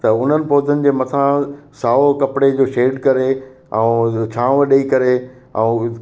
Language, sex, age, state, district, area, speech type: Sindhi, male, 60+, Gujarat, Kutch, rural, spontaneous